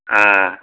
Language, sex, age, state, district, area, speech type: Tamil, male, 60+, Tamil Nadu, Viluppuram, rural, conversation